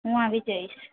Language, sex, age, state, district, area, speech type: Gujarati, female, 18-30, Gujarat, Ahmedabad, urban, conversation